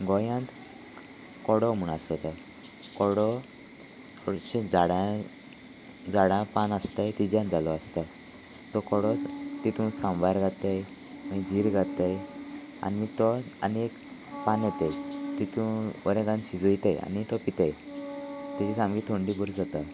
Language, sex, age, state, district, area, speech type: Goan Konkani, male, 18-30, Goa, Salcete, rural, spontaneous